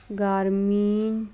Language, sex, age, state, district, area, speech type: Punjabi, female, 18-30, Punjab, Muktsar, urban, read